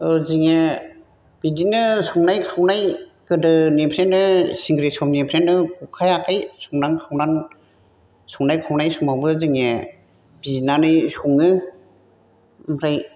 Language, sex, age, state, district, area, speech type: Bodo, female, 60+, Assam, Chirang, rural, spontaneous